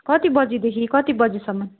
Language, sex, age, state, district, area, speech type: Nepali, female, 60+, West Bengal, Kalimpong, rural, conversation